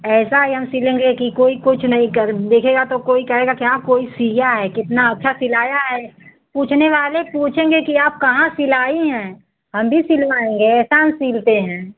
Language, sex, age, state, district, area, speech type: Hindi, female, 30-45, Uttar Pradesh, Azamgarh, rural, conversation